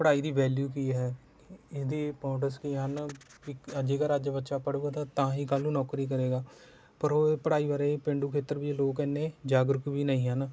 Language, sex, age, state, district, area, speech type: Punjabi, male, 30-45, Punjab, Rupnagar, rural, spontaneous